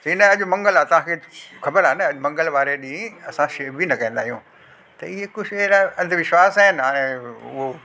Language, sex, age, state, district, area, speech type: Sindhi, male, 60+, Delhi, South Delhi, urban, spontaneous